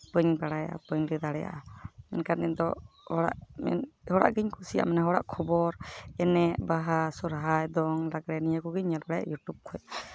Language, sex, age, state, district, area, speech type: Santali, female, 30-45, West Bengal, Malda, rural, spontaneous